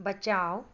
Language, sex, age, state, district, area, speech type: Maithili, female, 45-60, Bihar, Madhubani, rural, read